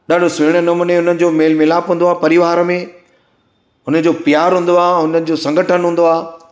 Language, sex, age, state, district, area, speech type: Sindhi, male, 60+, Gujarat, Surat, urban, spontaneous